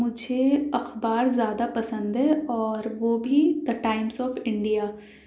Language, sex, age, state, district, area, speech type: Urdu, female, 18-30, Delhi, South Delhi, urban, spontaneous